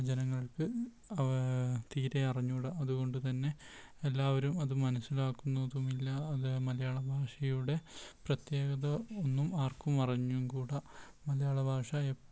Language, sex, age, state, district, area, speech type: Malayalam, male, 18-30, Kerala, Wayanad, rural, spontaneous